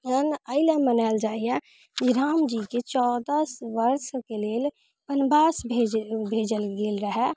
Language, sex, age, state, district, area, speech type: Maithili, female, 18-30, Bihar, Muzaffarpur, rural, spontaneous